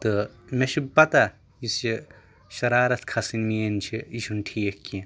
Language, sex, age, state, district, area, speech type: Kashmiri, male, 18-30, Jammu and Kashmir, Anantnag, rural, spontaneous